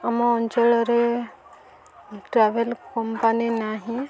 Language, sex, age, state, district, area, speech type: Odia, female, 18-30, Odisha, Subarnapur, rural, spontaneous